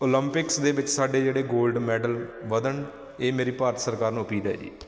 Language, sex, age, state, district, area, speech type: Punjabi, male, 30-45, Punjab, Shaheed Bhagat Singh Nagar, urban, spontaneous